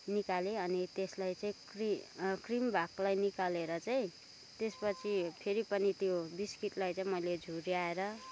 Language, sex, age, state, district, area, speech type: Nepali, female, 30-45, West Bengal, Kalimpong, rural, spontaneous